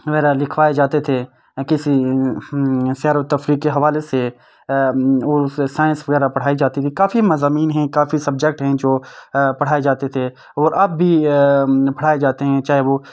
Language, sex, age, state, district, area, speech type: Urdu, male, 18-30, Jammu and Kashmir, Srinagar, urban, spontaneous